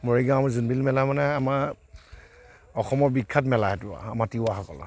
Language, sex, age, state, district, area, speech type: Assamese, male, 45-60, Assam, Kamrup Metropolitan, urban, spontaneous